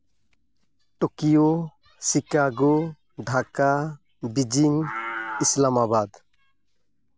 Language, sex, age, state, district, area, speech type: Santali, male, 30-45, Jharkhand, East Singhbhum, rural, spontaneous